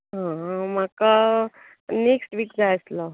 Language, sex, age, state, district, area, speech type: Goan Konkani, female, 45-60, Goa, Bardez, urban, conversation